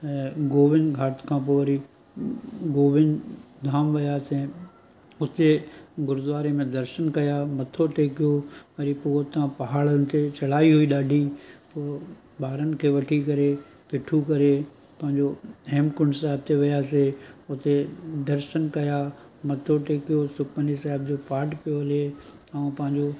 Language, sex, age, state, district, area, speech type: Sindhi, male, 45-60, Gujarat, Surat, urban, spontaneous